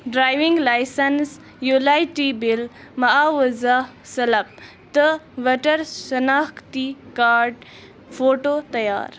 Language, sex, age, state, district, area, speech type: Kashmiri, female, 18-30, Jammu and Kashmir, Bandipora, rural, read